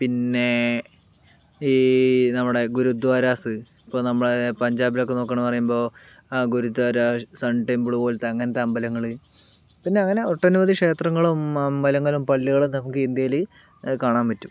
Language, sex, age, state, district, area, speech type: Malayalam, male, 30-45, Kerala, Palakkad, rural, spontaneous